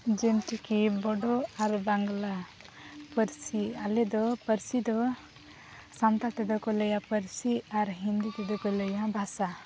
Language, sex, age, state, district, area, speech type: Santali, female, 18-30, Jharkhand, East Singhbhum, rural, spontaneous